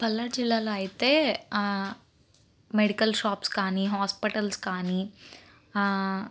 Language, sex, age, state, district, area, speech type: Telugu, female, 18-30, Andhra Pradesh, Palnadu, urban, spontaneous